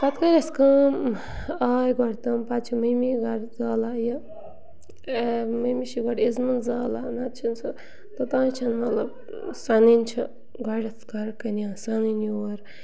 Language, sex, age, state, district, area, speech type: Kashmiri, female, 18-30, Jammu and Kashmir, Bandipora, rural, spontaneous